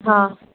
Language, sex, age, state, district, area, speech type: Urdu, female, 18-30, Telangana, Hyderabad, urban, conversation